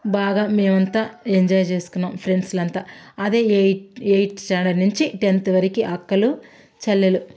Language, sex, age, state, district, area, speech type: Telugu, female, 60+, Andhra Pradesh, Sri Balaji, urban, spontaneous